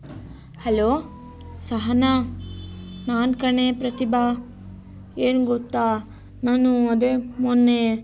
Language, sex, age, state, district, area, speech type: Kannada, female, 18-30, Karnataka, Tumkur, rural, spontaneous